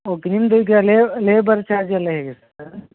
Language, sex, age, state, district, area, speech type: Kannada, male, 30-45, Karnataka, Dakshina Kannada, rural, conversation